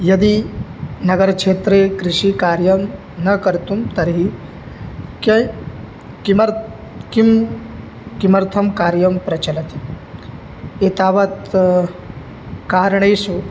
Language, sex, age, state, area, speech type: Sanskrit, male, 18-30, Uttar Pradesh, rural, spontaneous